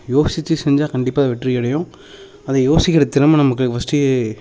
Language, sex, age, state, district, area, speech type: Tamil, male, 18-30, Tamil Nadu, Dharmapuri, rural, spontaneous